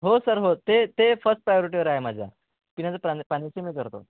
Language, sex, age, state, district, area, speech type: Marathi, male, 18-30, Maharashtra, Wardha, urban, conversation